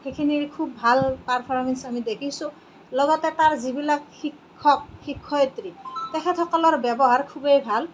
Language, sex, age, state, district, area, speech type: Assamese, female, 30-45, Assam, Kamrup Metropolitan, urban, spontaneous